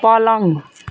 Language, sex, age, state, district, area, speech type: Nepali, female, 45-60, West Bengal, Jalpaiguri, urban, read